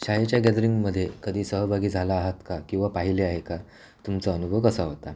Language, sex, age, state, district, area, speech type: Marathi, male, 30-45, Maharashtra, Sindhudurg, rural, spontaneous